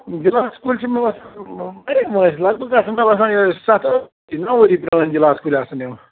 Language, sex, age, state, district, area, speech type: Kashmiri, male, 45-60, Jammu and Kashmir, Ganderbal, rural, conversation